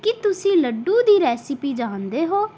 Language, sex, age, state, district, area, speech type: Punjabi, female, 18-30, Punjab, Tarn Taran, urban, read